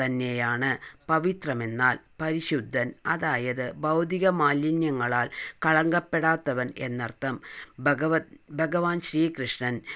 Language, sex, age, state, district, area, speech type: Malayalam, female, 45-60, Kerala, Palakkad, rural, spontaneous